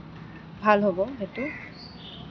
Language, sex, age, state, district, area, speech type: Assamese, female, 18-30, Assam, Kamrup Metropolitan, urban, spontaneous